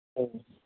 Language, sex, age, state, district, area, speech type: Bengali, male, 18-30, West Bengal, Bankura, urban, conversation